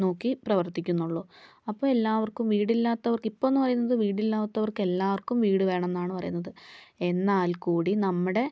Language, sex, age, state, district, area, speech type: Malayalam, female, 30-45, Kerala, Kozhikode, urban, spontaneous